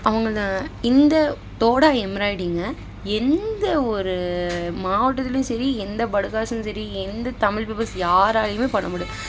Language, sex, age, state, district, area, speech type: Tamil, female, 18-30, Tamil Nadu, Nilgiris, rural, spontaneous